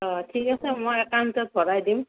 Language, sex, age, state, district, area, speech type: Assamese, female, 45-60, Assam, Morigaon, rural, conversation